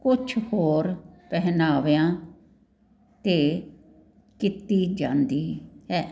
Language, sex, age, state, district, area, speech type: Punjabi, female, 60+, Punjab, Jalandhar, urban, spontaneous